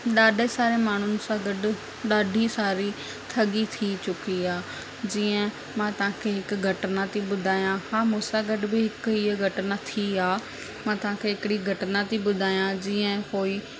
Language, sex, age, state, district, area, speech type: Sindhi, female, 18-30, Rajasthan, Ajmer, urban, spontaneous